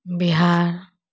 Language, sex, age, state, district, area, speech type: Maithili, female, 30-45, Bihar, Samastipur, rural, spontaneous